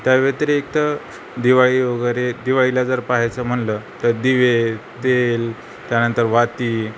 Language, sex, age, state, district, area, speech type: Marathi, male, 45-60, Maharashtra, Nanded, rural, spontaneous